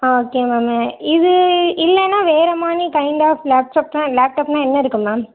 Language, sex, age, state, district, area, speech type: Tamil, female, 18-30, Tamil Nadu, Madurai, urban, conversation